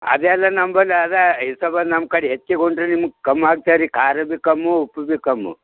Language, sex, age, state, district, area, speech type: Kannada, male, 60+, Karnataka, Bidar, rural, conversation